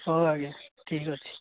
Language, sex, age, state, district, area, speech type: Odia, male, 18-30, Odisha, Ganjam, urban, conversation